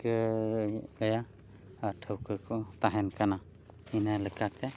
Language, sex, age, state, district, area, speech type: Santali, male, 30-45, Odisha, Mayurbhanj, rural, spontaneous